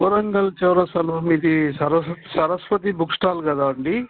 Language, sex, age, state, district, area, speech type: Telugu, male, 60+, Telangana, Warangal, urban, conversation